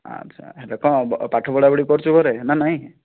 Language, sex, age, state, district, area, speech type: Odia, male, 18-30, Odisha, Kandhamal, rural, conversation